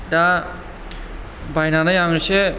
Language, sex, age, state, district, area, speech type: Bodo, female, 18-30, Assam, Chirang, rural, spontaneous